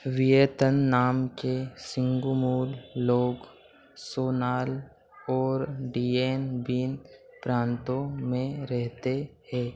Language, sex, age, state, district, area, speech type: Hindi, male, 18-30, Madhya Pradesh, Harda, rural, read